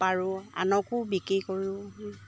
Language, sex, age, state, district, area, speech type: Assamese, female, 30-45, Assam, Dibrugarh, urban, spontaneous